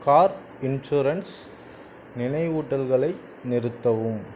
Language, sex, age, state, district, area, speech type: Tamil, male, 30-45, Tamil Nadu, Nagapattinam, rural, read